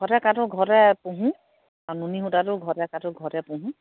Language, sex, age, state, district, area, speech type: Assamese, female, 45-60, Assam, Dhemaji, urban, conversation